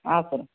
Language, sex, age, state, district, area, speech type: Kannada, male, 18-30, Karnataka, Gadag, urban, conversation